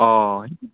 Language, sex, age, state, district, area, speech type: Assamese, male, 60+, Assam, Barpeta, rural, conversation